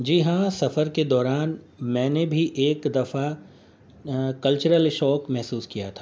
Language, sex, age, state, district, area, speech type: Urdu, male, 45-60, Uttar Pradesh, Gautam Buddha Nagar, urban, spontaneous